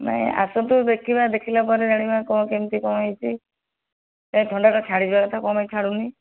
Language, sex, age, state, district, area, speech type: Odia, female, 45-60, Odisha, Nayagarh, rural, conversation